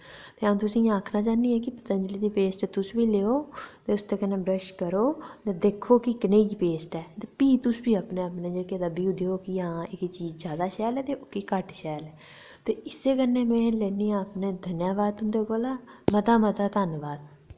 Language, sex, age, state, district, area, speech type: Dogri, female, 30-45, Jammu and Kashmir, Reasi, rural, spontaneous